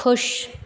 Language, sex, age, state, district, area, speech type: Hindi, female, 18-30, Bihar, Madhepura, rural, read